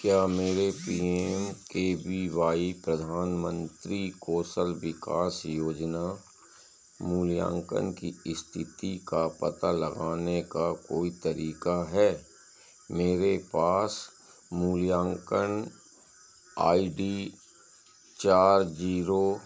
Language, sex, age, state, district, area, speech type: Hindi, male, 60+, Madhya Pradesh, Seoni, urban, read